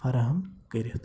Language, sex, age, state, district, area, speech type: Kashmiri, male, 18-30, Jammu and Kashmir, Pulwama, rural, spontaneous